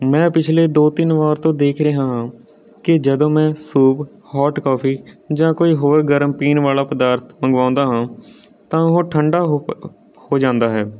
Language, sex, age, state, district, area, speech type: Punjabi, male, 18-30, Punjab, Patiala, rural, spontaneous